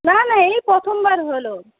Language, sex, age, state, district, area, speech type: Bengali, female, 30-45, West Bengal, Purulia, urban, conversation